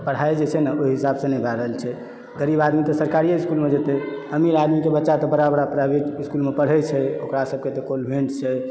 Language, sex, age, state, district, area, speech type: Maithili, male, 30-45, Bihar, Supaul, rural, spontaneous